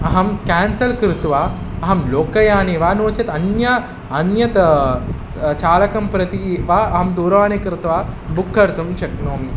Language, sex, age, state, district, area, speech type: Sanskrit, male, 18-30, Telangana, Hyderabad, urban, spontaneous